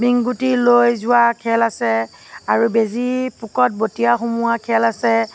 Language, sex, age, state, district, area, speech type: Assamese, female, 45-60, Assam, Nagaon, rural, spontaneous